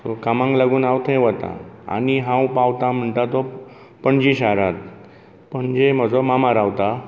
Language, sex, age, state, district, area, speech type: Goan Konkani, male, 45-60, Goa, Bardez, urban, spontaneous